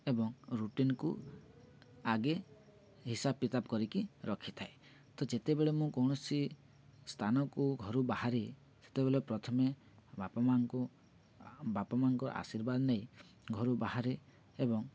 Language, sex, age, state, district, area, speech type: Odia, male, 18-30, Odisha, Balangir, urban, spontaneous